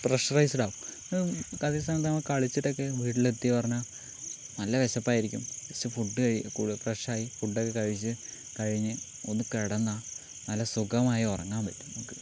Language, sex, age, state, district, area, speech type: Malayalam, male, 18-30, Kerala, Palakkad, urban, spontaneous